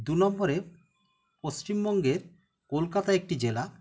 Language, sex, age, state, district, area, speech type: Bengali, male, 45-60, West Bengal, Howrah, urban, spontaneous